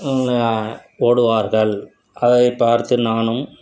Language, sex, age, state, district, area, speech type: Tamil, male, 60+, Tamil Nadu, Tiruchirappalli, rural, spontaneous